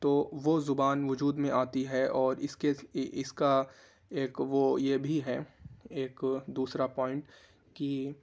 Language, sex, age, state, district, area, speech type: Urdu, male, 18-30, Uttar Pradesh, Ghaziabad, urban, spontaneous